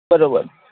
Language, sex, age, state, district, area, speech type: Gujarati, male, 18-30, Gujarat, Ahmedabad, urban, conversation